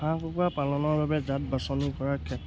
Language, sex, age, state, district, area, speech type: Assamese, male, 18-30, Assam, Charaideo, rural, spontaneous